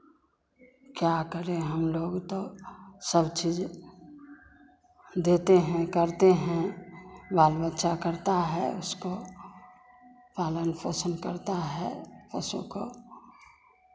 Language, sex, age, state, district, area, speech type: Hindi, female, 45-60, Bihar, Begusarai, rural, spontaneous